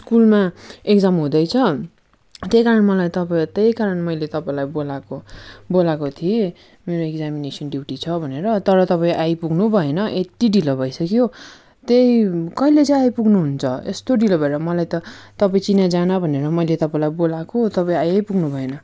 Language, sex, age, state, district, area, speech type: Nepali, female, 45-60, West Bengal, Darjeeling, rural, spontaneous